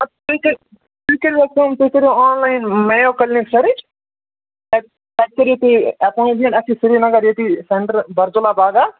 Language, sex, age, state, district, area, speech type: Kashmiri, male, 18-30, Jammu and Kashmir, Srinagar, urban, conversation